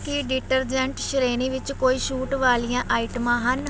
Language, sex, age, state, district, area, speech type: Punjabi, female, 30-45, Punjab, Mansa, urban, read